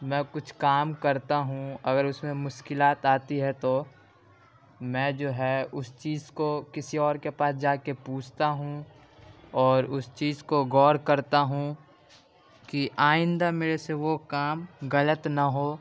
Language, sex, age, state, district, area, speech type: Urdu, male, 18-30, Uttar Pradesh, Ghaziabad, urban, spontaneous